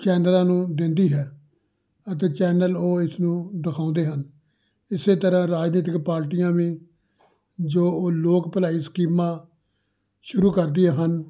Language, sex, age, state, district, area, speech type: Punjabi, male, 60+, Punjab, Amritsar, urban, spontaneous